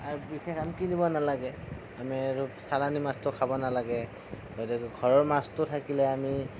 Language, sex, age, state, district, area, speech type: Assamese, male, 30-45, Assam, Darrang, rural, spontaneous